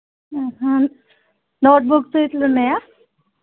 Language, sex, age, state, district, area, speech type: Telugu, female, 45-60, Telangana, Ranga Reddy, urban, conversation